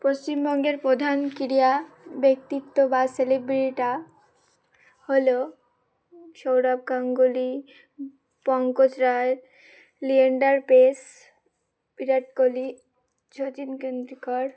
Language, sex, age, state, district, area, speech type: Bengali, female, 18-30, West Bengal, Uttar Dinajpur, urban, spontaneous